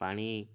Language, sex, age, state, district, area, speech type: Odia, male, 18-30, Odisha, Malkangiri, urban, spontaneous